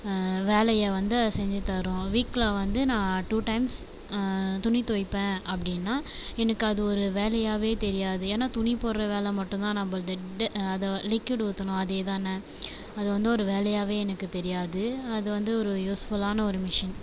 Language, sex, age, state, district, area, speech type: Tamil, female, 30-45, Tamil Nadu, Viluppuram, rural, spontaneous